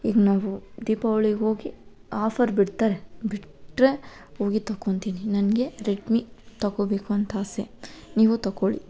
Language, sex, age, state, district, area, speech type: Kannada, female, 18-30, Karnataka, Kolar, rural, spontaneous